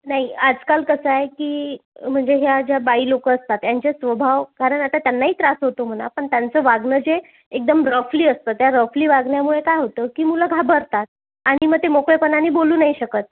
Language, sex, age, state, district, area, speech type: Marathi, female, 30-45, Maharashtra, Amravati, rural, conversation